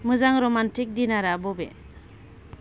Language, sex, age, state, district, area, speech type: Bodo, female, 45-60, Assam, Baksa, rural, read